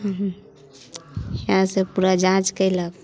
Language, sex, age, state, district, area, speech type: Maithili, female, 45-60, Bihar, Muzaffarpur, rural, spontaneous